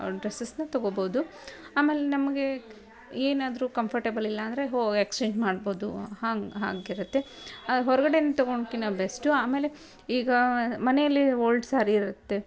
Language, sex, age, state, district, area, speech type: Kannada, female, 30-45, Karnataka, Dharwad, rural, spontaneous